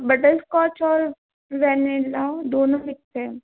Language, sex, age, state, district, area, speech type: Hindi, female, 18-30, Madhya Pradesh, Balaghat, rural, conversation